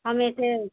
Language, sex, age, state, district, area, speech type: Urdu, female, 18-30, Delhi, East Delhi, urban, conversation